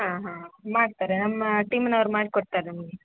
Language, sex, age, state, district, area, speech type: Kannada, female, 18-30, Karnataka, Gadag, urban, conversation